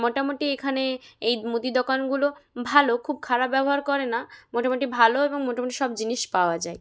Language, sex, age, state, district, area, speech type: Bengali, female, 18-30, West Bengal, Bankura, rural, spontaneous